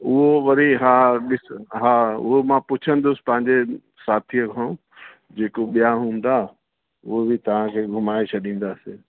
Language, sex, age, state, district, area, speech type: Sindhi, male, 60+, Uttar Pradesh, Lucknow, rural, conversation